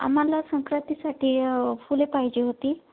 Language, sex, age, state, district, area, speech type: Marathi, female, 18-30, Maharashtra, Osmanabad, rural, conversation